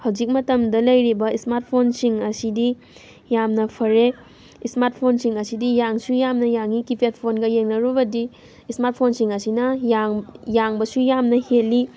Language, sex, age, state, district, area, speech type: Manipuri, female, 18-30, Manipur, Thoubal, rural, spontaneous